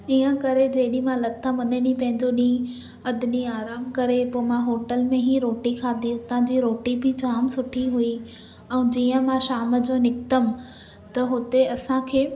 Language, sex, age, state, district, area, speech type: Sindhi, female, 18-30, Maharashtra, Thane, urban, spontaneous